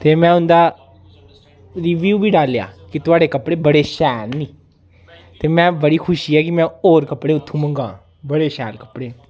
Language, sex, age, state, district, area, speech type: Dogri, female, 18-30, Jammu and Kashmir, Jammu, rural, spontaneous